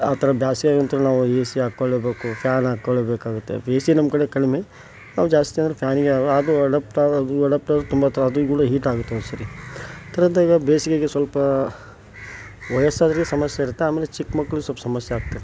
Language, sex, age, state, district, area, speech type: Kannada, male, 30-45, Karnataka, Koppal, rural, spontaneous